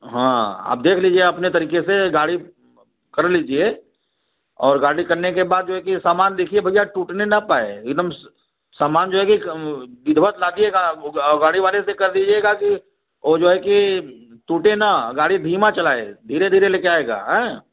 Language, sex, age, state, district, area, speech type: Hindi, male, 45-60, Uttar Pradesh, Varanasi, rural, conversation